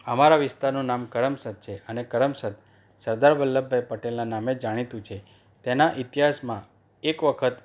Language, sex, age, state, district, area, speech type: Gujarati, male, 45-60, Gujarat, Anand, urban, spontaneous